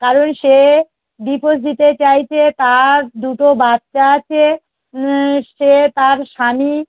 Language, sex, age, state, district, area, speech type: Bengali, female, 45-60, West Bengal, Darjeeling, urban, conversation